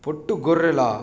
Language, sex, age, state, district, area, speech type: Telugu, male, 18-30, Telangana, Hanamkonda, urban, spontaneous